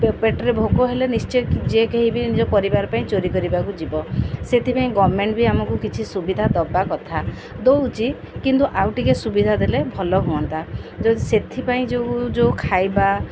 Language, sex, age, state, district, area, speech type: Odia, female, 45-60, Odisha, Sundergarh, rural, spontaneous